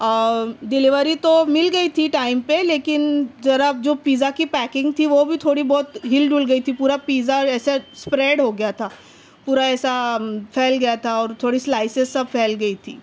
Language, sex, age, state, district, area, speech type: Urdu, female, 30-45, Maharashtra, Nashik, rural, spontaneous